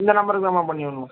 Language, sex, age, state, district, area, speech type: Tamil, male, 18-30, Tamil Nadu, Tiruvarur, rural, conversation